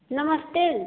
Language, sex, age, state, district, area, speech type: Hindi, female, 30-45, Uttar Pradesh, Bhadohi, rural, conversation